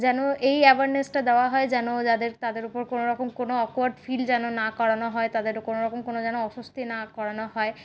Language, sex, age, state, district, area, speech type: Bengali, female, 60+, West Bengal, Paschim Bardhaman, urban, spontaneous